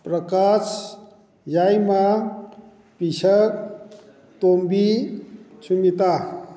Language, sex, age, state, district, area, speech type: Manipuri, male, 45-60, Manipur, Kakching, rural, spontaneous